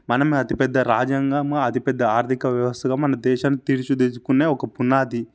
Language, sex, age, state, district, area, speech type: Telugu, male, 18-30, Telangana, Sangareddy, urban, spontaneous